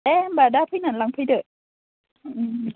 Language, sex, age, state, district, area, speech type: Bodo, female, 18-30, Assam, Baksa, rural, conversation